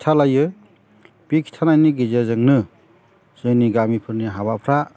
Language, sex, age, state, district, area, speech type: Bodo, male, 45-60, Assam, Chirang, rural, spontaneous